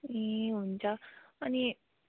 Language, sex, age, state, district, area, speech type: Nepali, female, 18-30, West Bengal, Darjeeling, rural, conversation